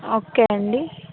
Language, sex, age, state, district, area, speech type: Telugu, female, 18-30, Andhra Pradesh, Nellore, rural, conversation